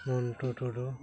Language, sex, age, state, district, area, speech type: Santali, male, 60+, West Bengal, Dakshin Dinajpur, rural, spontaneous